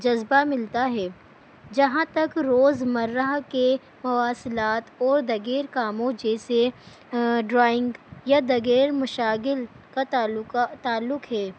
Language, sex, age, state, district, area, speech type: Urdu, female, 18-30, Delhi, New Delhi, urban, spontaneous